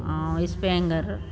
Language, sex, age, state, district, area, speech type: Sindhi, female, 60+, Delhi, South Delhi, rural, spontaneous